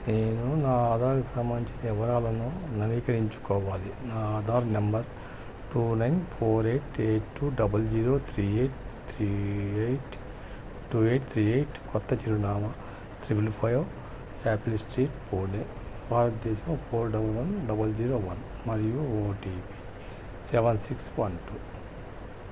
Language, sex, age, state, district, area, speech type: Telugu, male, 60+, Andhra Pradesh, Krishna, urban, read